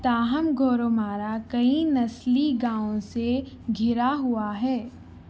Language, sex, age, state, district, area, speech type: Urdu, female, 18-30, Telangana, Hyderabad, urban, read